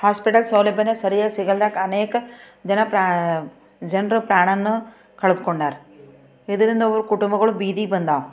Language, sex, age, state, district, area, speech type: Kannada, female, 45-60, Karnataka, Bidar, urban, spontaneous